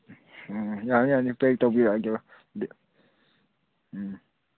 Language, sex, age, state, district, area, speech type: Manipuri, male, 18-30, Manipur, Churachandpur, rural, conversation